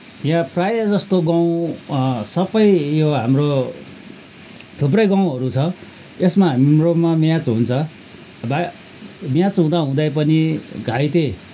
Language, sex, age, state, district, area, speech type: Nepali, male, 45-60, West Bengal, Kalimpong, rural, spontaneous